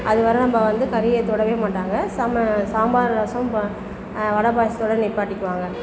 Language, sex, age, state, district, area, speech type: Tamil, female, 60+, Tamil Nadu, Perambalur, rural, spontaneous